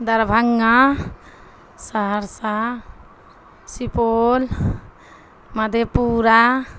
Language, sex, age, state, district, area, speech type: Urdu, female, 60+, Bihar, Darbhanga, rural, spontaneous